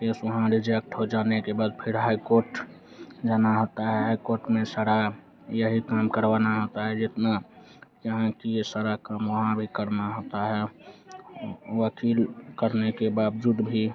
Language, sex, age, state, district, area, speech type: Hindi, male, 30-45, Bihar, Madhepura, rural, spontaneous